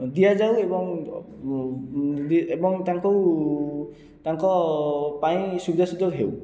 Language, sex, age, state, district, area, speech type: Odia, male, 18-30, Odisha, Jajpur, rural, spontaneous